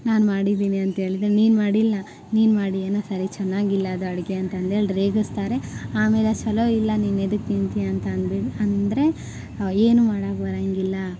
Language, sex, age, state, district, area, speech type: Kannada, female, 18-30, Karnataka, Koppal, urban, spontaneous